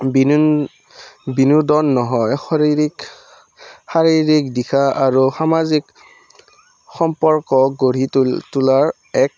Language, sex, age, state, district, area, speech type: Assamese, male, 18-30, Assam, Udalguri, rural, spontaneous